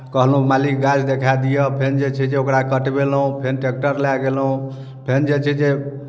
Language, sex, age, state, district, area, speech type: Maithili, male, 30-45, Bihar, Darbhanga, urban, spontaneous